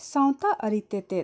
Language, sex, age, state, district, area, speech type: Santali, female, 45-60, Jharkhand, Bokaro, rural, read